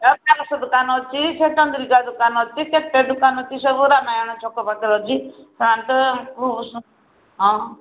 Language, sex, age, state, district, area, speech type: Odia, female, 60+, Odisha, Angul, rural, conversation